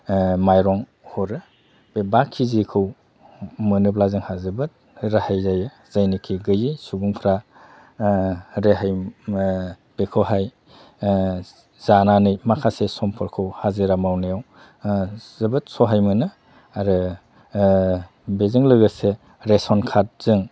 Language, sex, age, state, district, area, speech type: Bodo, male, 45-60, Assam, Udalguri, rural, spontaneous